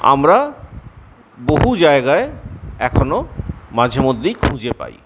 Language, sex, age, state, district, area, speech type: Bengali, male, 45-60, West Bengal, Purulia, urban, spontaneous